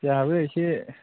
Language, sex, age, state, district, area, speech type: Bodo, male, 18-30, Assam, Kokrajhar, urban, conversation